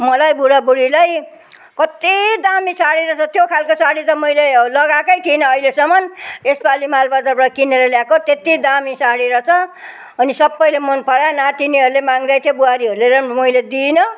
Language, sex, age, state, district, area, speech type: Nepali, female, 60+, West Bengal, Jalpaiguri, rural, spontaneous